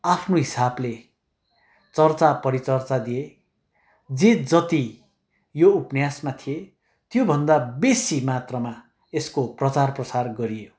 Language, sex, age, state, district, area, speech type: Nepali, male, 60+, West Bengal, Kalimpong, rural, spontaneous